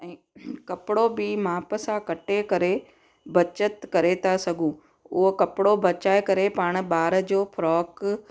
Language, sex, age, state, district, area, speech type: Sindhi, female, 45-60, Gujarat, Kutch, urban, spontaneous